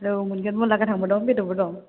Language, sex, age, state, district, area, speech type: Bodo, female, 18-30, Assam, Chirang, urban, conversation